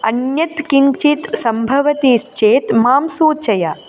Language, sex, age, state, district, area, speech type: Sanskrit, female, 18-30, Karnataka, Gadag, urban, read